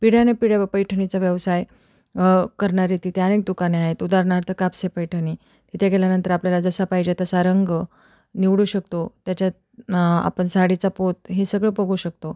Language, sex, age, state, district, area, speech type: Marathi, female, 30-45, Maharashtra, Ahmednagar, urban, spontaneous